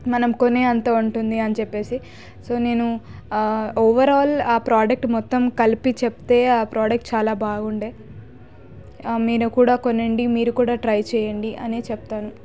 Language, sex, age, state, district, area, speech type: Telugu, female, 18-30, Telangana, Hyderabad, urban, spontaneous